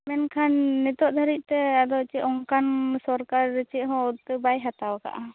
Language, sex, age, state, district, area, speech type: Santali, female, 18-30, West Bengal, Bankura, rural, conversation